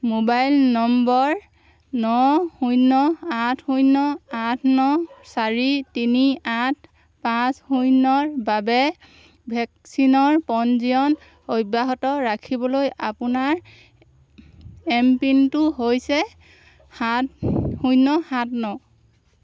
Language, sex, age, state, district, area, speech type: Assamese, female, 30-45, Assam, Golaghat, rural, read